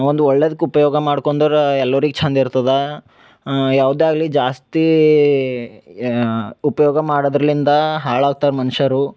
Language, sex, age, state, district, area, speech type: Kannada, male, 18-30, Karnataka, Bidar, urban, spontaneous